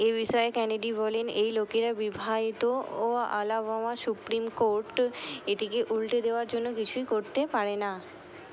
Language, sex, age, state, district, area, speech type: Bengali, female, 60+, West Bengal, Purba Bardhaman, urban, read